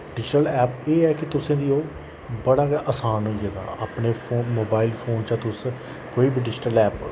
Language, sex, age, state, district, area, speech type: Dogri, male, 30-45, Jammu and Kashmir, Jammu, rural, spontaneous